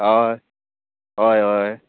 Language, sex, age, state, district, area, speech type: Goan Konkani, male, 45-60, Goa, Murmgao, rural, conversation